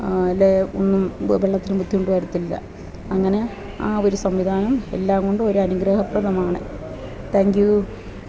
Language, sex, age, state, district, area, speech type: Malayalam, female, 45-60, Kerala, Kottayam, rural, spontaneous